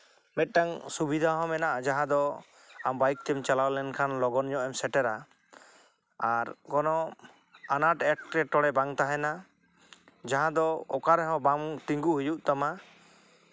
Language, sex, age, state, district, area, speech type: Santali, male, 30-45, West Bengal, Jhargram, rural, spontaneous